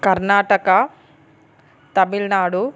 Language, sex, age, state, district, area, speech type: Telugu, female, 45-60, Andhra Pradesh, Srikakulam, urban, spontaneous